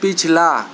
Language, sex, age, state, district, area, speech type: Urdu, male, 30-45, Maharashtra, Nashik, urban, read